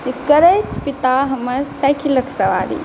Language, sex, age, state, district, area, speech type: Maithili, female, 18-30, Bihar, Saharsa, rural, spontaneous